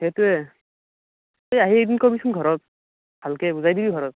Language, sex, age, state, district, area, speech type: Assamese, male, 18-30, Assam, Barpeta, rural, conversation